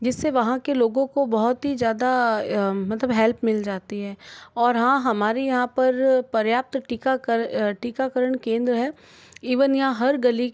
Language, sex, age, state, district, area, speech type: Hindi, female, 30-45, Rajasthan, Jodhpur, urban, spontaneous